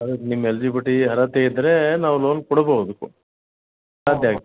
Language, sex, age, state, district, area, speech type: Kannada, male, 60+, Karnataka, Gulbarga, urban, conversation